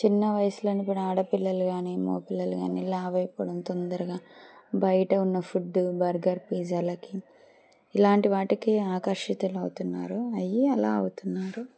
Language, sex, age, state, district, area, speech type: Telugu, female, 30-45, Telangana, Medchal, urban, spontaneous